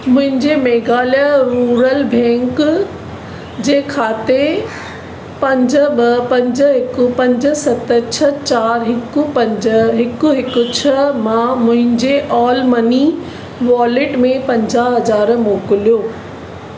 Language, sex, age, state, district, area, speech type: Sindhi, female, 45-60, Maharashtra, Mumbai Suburban, urban, read